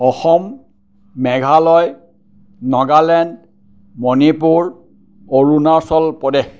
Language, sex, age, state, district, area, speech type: Assamese, male, 60+, Assam, Kamrup Metropolitan, urban, spontaneous